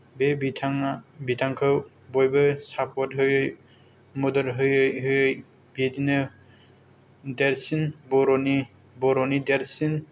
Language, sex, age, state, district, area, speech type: Bodo, male, 18-30, Assam, Kokrajhar, rural, spontaneous